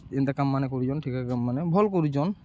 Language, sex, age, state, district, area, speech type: Odia, male, 18-30, Odisha, Balangir, urban, spontaneous